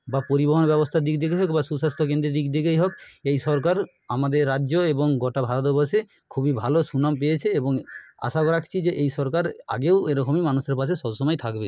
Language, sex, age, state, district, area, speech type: Bengali, male, 30-45, West Bengal, Nadia, urban, spontaneous